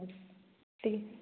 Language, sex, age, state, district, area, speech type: Odia, female, 45-60, Odisha, Angul, rural, conversation